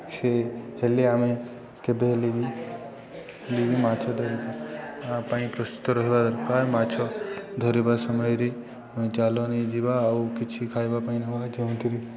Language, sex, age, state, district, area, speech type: Odia, male, 18-30, Odisha, Subarnapur, urban, spontaneous